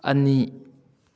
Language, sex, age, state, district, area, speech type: Manipuri, male, 18-30, Manipur, Kakching, rural, read